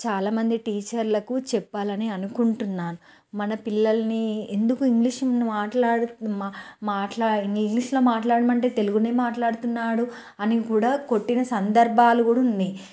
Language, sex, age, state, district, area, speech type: Telugu, female, 45-60, Telangana, Nalgonda, urban, spontaneous